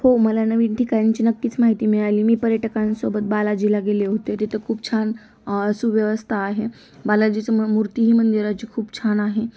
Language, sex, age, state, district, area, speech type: Marathi, female, 18-30, Maharashtra, Osmanabad, rural, spontaneous